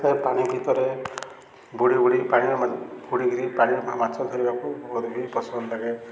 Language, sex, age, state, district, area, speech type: Odia, male, 45-60, Odisha, Ganjam, urban, spontaneous